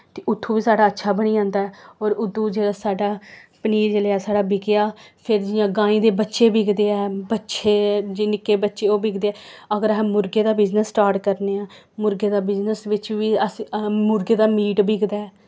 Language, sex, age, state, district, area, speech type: Dogri, female, 18-30, Jammu and Kashmir, Samba, rural, spontaneous